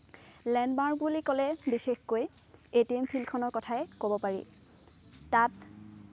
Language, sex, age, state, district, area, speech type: Assamese, female, 18-30, Assam, Lakhimpur, rural, spontaneous